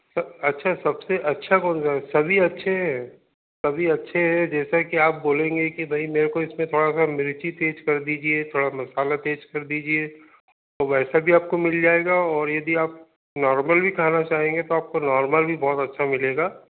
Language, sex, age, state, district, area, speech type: Hindi, male, 45-60, Madhya Pradesh, Balaghat, rural, conversation